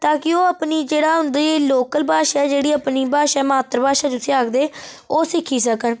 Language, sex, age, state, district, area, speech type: Dogri, female, 30-45, Jammu and Kashmir, Reasi, rural, spontaneous